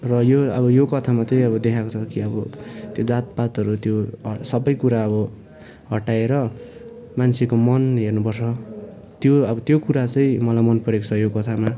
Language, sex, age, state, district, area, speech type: Nepali, male, 18-30, West Bengal, Darjeeling, rural, spontaneous